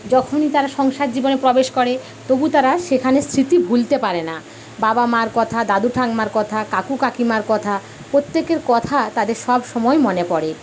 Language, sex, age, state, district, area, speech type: Bengali, female, 30-45, West Bengal, Paschim Medinipur, rural, spontaneous